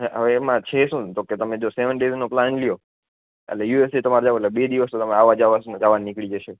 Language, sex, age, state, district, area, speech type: Gujarati, male, 18-30, Gujarat, Junagadh, urban, conversation